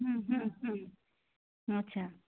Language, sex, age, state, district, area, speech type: Assamese, female, 45-60, Assam, Kamrup Metropolitan, urban, conversation